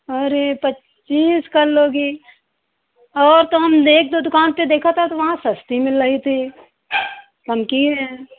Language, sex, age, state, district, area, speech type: Hindi, female, 60+, Uttar Pradesh, Hardoi, rural, conversation